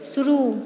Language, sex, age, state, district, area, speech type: Maithili, female, 30-45, Bihar, Madhubani, rural, read